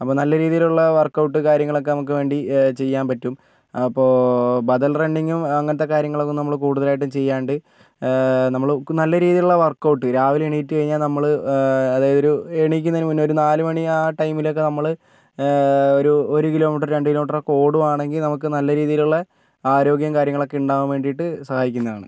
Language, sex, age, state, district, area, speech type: Malayalam, male, 18-30, Kerala, Kozhikode, rural, spontaneous